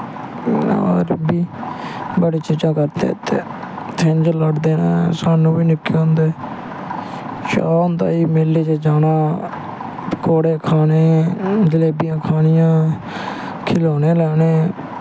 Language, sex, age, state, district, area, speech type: Dogri, male, 18-30, Jammu and Kashmir, Samba, rural, spontaneous